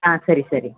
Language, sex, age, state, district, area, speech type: Kannada, female, 18-30, Karnataka, Chamarajanagar, rural, conversation